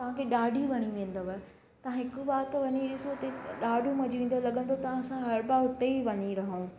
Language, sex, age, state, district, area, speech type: Sindhi, female, 18-30, Madhya Pradesh, Katni, urban, spontaneous